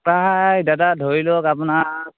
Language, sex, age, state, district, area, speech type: Assamese, male, 18-30, Assam, Sivasagar, rural, conversation